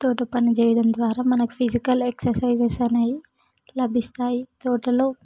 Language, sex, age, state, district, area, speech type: Telugu, female, 18-30, Telangana, Hyderabad, rural, spontaneous